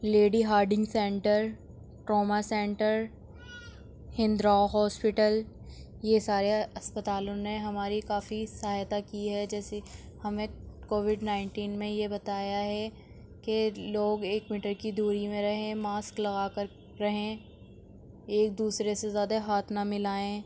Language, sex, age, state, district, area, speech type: Urdu, female, 45-60, Delhi, Central Delhi, urban, spontaneous